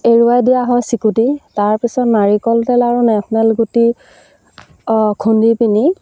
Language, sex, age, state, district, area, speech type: Assamese, female, 30-45, Assam, Sivasagar, rural, spontaneous